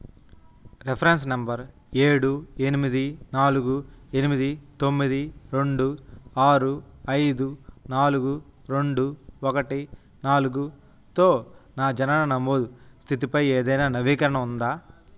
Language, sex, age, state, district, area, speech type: Telugu, male, 18-30, Andhra Pradesh, Nellore, rural, read